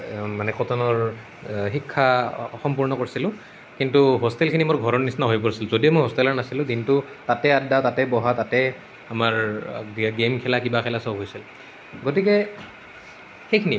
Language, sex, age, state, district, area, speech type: Assamese, male, 18-30, Assam, Nalbari, rural, spontaneous